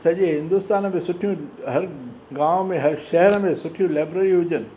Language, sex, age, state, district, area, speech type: Sindhi, male, 60+, Rajasthan, Ajmer, urban, spontaneous